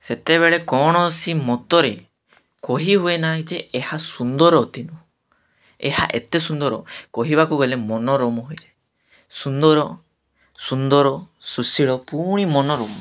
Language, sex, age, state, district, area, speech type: Odia, male, 18-30, Odisha, Nabarangpur, urban, spontaneous